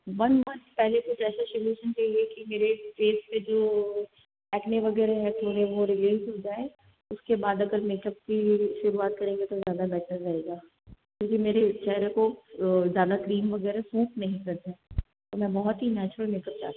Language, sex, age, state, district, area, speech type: Hindi, female, 60+, Rajasthan, Jodhpur, urban, conversation